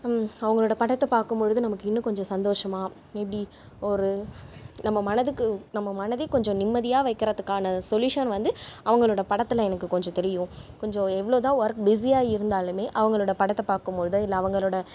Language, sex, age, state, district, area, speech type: Tamil, female, 18-30, Tamil Nadu, Tiruvarur, urban, spontaneous